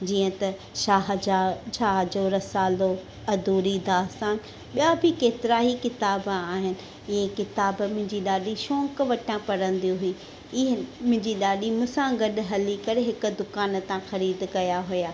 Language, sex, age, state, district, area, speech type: Sindhi, female, 30-45, Maharashtra, Thane, urban, spontaneous